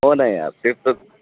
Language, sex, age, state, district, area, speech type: Marathi, male, 60+, Maharashtra, Nashik, urban, conversation